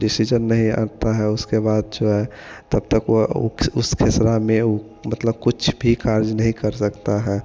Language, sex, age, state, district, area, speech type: Hindi, male, 18-30, Bihar, Madhepura, rural, spontaneous